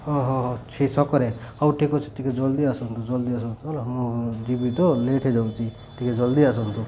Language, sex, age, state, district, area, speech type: Odia, male, 30-45, Odisha, Malkangiri, urban, spontaneous